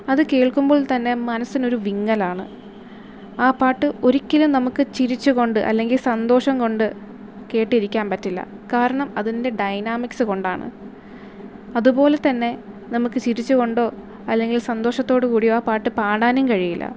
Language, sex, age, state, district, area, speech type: Malayalam, female, 18-30, Kerala, Thiruvananthapuram, urban, spontaneous